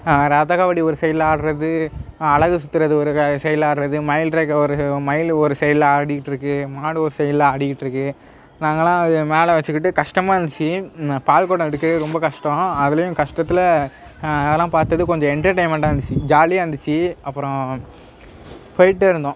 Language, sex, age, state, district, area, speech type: Tamil, male, 18-30, Tamil Nadu, Nagapattinam, rural, spontaneous